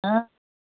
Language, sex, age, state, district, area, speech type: Tamil, female, 60+, Tamil Nadu, Kallakurichi, urban, conversation